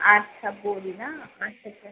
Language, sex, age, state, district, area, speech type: Bengali, female, 30-45, West Bengal, Kolkata, urban, conversation